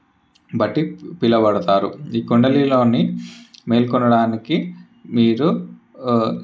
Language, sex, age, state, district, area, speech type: Telugu, male, 18-30, Telangana, Ranga Reddy, urban, spontaneous